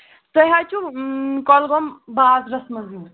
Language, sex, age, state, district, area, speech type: Kashmiri, male, 18-30, Jammu and Kashmir, Kulgam, rural, conversation